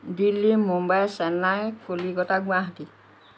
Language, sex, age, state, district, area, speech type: Assamese, female, 60+, Assam, Lakhimpur, rural, spontaneous